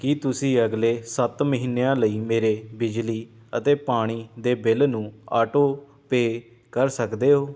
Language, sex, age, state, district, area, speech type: Punjabi, male, 30-45, Punjab, Shaheed Bhagat Singh Nagar, rural, read